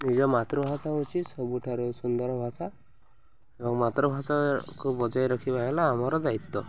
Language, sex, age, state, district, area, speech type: Odia, male, 45-60, Odisha, Koraput, urban, spontaneous